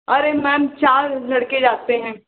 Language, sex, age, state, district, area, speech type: Hindi, female, 30-45, Uttar Pradesh, Lucknow, rural, conversation